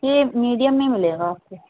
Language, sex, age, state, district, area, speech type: Urdu, female, 30-45, Delhi, East Delhi, urban, conversation